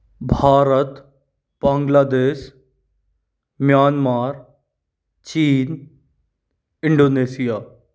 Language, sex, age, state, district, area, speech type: Hindi, male, 45-60, Madhya Pradesh, Bhopal, urban, spontaneous